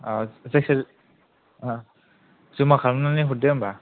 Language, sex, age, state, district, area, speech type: Bodo, male, 18-30, Assam, Kokrajhar, rural, conversation